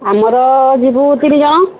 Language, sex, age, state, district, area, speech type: Odia, female, 45-60, Odisha, Angul, rural, conversation